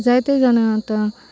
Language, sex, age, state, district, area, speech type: Goan Konkani, female, 30-45, Goa, Salcete, rural, spontaneous